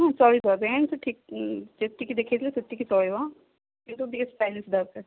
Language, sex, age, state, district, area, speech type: Odia, female, 18-30, Odisha, Kandhamal, rural, conversation